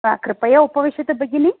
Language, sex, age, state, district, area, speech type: Sanskrit, female, 30-45, Tamil Nadu, Coimbatore, rural, conversation